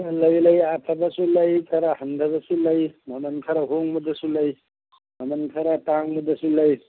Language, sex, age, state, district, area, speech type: Manipuri, male, 45-60, Manipur, Churachandpur, urban, conversation